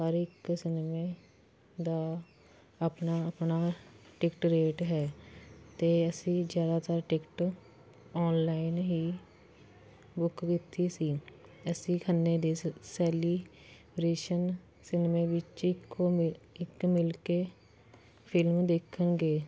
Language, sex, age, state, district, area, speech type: Punjabi, female, 18-30, Punjab, Fatehgarh Sahib, rural, spontaneous